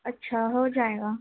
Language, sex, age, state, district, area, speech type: Urdu, female, 18-30, Uttar Pradesh, Gautam Buddha Nagar, rural, conversation